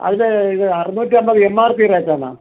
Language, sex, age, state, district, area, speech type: Malayalam, male, 60+, Kerala, Thiruvananthapuram, urban, conversation